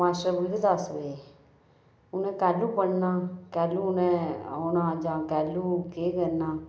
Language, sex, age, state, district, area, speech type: Dogri, female, 30-45, Jammu and Kashmir, Reasi, rural, spontaneous